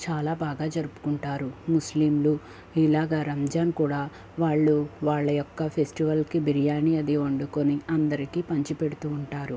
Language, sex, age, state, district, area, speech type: Telugu, female, 45-60, Andhra Pradesh, Guntur, urban, spontaneous